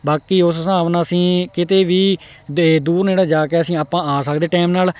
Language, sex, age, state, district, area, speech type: Punjabi, male, 18-30, Punjab, Hoshiarpur, rural, spontaneous